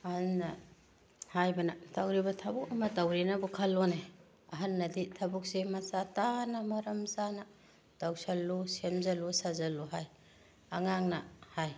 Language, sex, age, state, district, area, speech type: Manipuri, female, 45-60, Manipur, Tengnoupal, rural, spontaneous